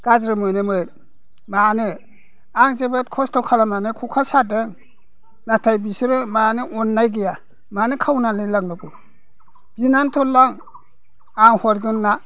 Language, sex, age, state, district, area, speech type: Bodo, male, 60+, Assam, Udalguri, rural, spontaneous